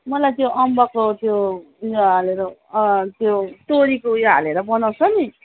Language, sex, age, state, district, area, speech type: Nepali, female, 60+, West Bengal, Darjeeling, urban, conversation